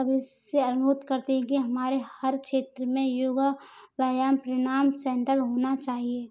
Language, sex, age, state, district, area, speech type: Hindi, female, 18-30, Rajasthan, Karauli, rural, spontaneous